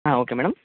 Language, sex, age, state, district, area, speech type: Kannada, male, 18-30, Karnataka, Uttara Kannada, rural, conversation